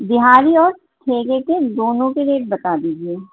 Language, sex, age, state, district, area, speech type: Urdu, female, 45-60, Delhi, North East Delhi, urban, conversation